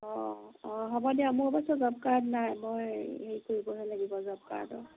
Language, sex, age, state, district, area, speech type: Assamese, female, 30-45, Assam, Nagaon, rural, conversation